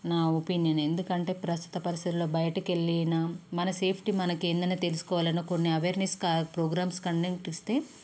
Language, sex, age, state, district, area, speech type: Telugu, female, 30-45, Telangana, Peddapalli, urban, spontaneous